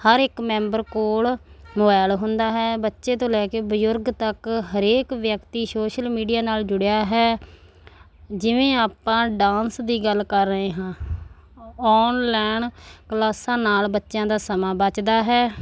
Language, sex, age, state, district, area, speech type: Punjabi, female, 30-45, Punjab, Muktsar, urban, spontaneous